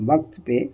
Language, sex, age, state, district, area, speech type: Urdu, male, 60+, Bihar, Gaya, urban, spontaneous